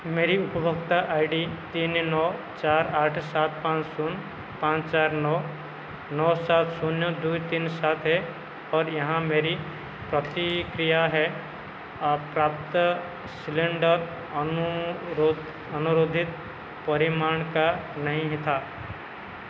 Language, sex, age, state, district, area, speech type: Hindi, male, 45-60, Madhya Pradesh, Seoni, rural, read